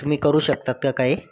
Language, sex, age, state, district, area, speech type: Marathi, male, 30-45, Maharashtra, Thane, urban, spontaneous